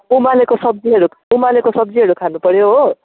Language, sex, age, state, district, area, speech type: Nepali, male, 18-30, West Bengal, Darjeeling, rural, conversation